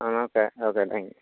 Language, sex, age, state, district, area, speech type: Malayalam, male, 18-30, Kerala, Malappuram, rural, conversation